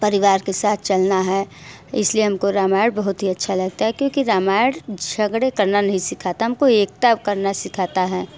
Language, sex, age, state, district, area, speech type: Hindi, female, 30-45, Uttar Pradesh, Mirzapur, rural, spontaneous